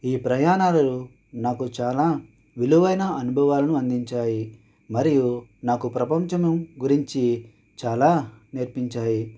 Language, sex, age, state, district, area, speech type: Telugu, male, 60+, Andhra Pradesh, Konaseema, rural, spontaneous